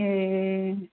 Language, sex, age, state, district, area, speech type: Bodo, female, 30-45, Assam, Kokrajhar, rural, conversation